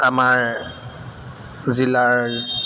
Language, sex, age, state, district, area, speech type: Assamese, male, 30-45, Assam, Sivasagar, urban, spontaneous